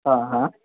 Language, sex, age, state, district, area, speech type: Sindhi, male, 30-45, Uttar Pradesh, Lucknow, urban, conversation